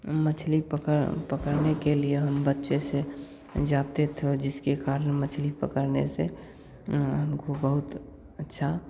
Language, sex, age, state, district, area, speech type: Hindi, male, 18-30, Bihar, Begusarai, rural, spontaneous